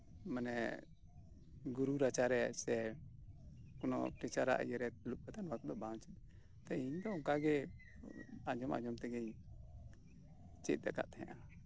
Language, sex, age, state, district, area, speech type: Santali, male, 60+, West Bengal, Birbhum, rural, spontaneous